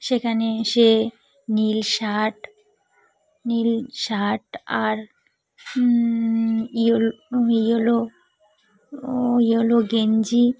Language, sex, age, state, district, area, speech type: Bengali, female, 30-45, West Bengal, Cooch Behar, urban, spontaneous